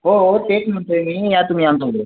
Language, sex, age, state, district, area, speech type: Marathi, male, 18-30, Maharashtra, Washim, rural, conversation